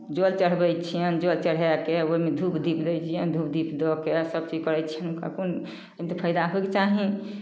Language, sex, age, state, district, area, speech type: Maithili, female, 45-60, Bihar, Samastipur, rural, spontaneous